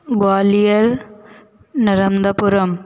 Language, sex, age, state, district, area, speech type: Hindi, female, 18-30, Madhya Pradesh, Hoshangabad, rural, spontaneous